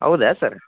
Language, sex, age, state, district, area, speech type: Kannada, male, 18-30, Karnataka, Koppal, rural, conversation